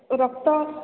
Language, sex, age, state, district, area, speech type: Odia, female, 18-30, Odisha, Sambalpur, rural, conversation